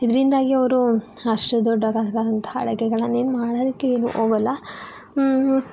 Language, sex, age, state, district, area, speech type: Kannada, female, 45-60, Karnataka, Chikkaballapur, rural, spontaneous